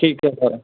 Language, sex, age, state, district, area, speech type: Punjabi, male, 30-45, Punjab, Ludhiana, rural, conversation